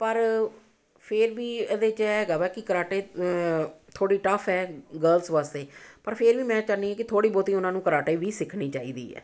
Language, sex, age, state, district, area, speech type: Punjabi, female, 45-60, Punjab, Amritsar, urban, spontaneous